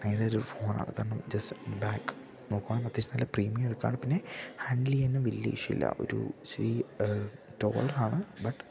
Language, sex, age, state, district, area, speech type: Malayalam, male, 18-30, Kerala, Idukki, rural, spontaneous